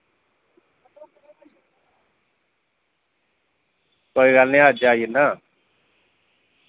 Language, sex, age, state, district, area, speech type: Dogri, male, 30-45, Jammu and Kashmir, Samba, rural, conversation